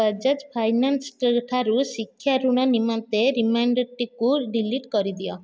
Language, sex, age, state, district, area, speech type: Odia, female, 45-60, Odisha, Dhenkanal, rural, read